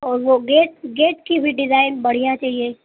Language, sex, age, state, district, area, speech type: Urdu, female, 18-30, Uttar Pradesh, Mau, urban, conversation